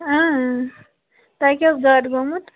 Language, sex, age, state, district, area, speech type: Kashmiri, female, 18-30, Jammu and Kashmir, Srinagar, rural, conversation